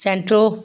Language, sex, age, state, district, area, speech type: Punjabi, female, 60+, Punjab, Fazilka, rural, spontaneous